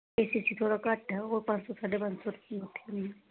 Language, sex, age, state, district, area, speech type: Dogri, female, 45-60, Jammu and Kashmir, Samba, rural, conversation